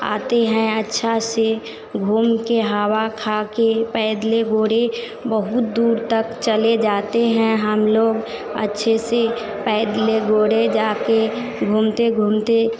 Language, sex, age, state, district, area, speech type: Hindi, female, 45-60, Bihar, Vaishali, urban, spontaneous